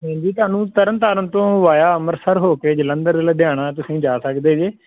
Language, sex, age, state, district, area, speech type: Punjabi, male, 30-45, Punjab, Tarn Taran, rural, conversation